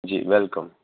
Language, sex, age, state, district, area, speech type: Gujarati, male, 30-45, Gujarat, Narmada, urban, conversation